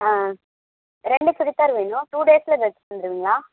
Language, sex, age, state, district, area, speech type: Tamil, female, 18-30, Tamil Nadu, Mayiladuthurai, rural, conversation